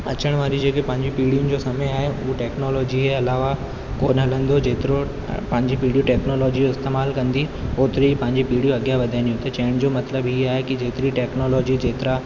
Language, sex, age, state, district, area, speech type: Sindhi, male, 18-30, Rajasthan, Ajmer, urban, spontaneous